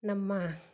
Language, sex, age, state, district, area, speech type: Kannada, female, 45-60, Karnataka, Mandya, rural, spontaneous